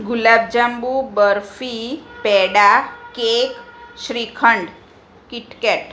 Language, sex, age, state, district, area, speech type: Gujarati, female, 45-60, Gujarat, Kheda, rural, spontaneous